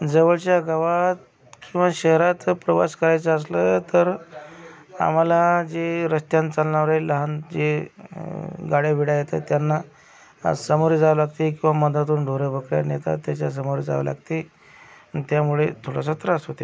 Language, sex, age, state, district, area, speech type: Marathi, male, 45-60, Maharashtra, Akola, urban, spontaneous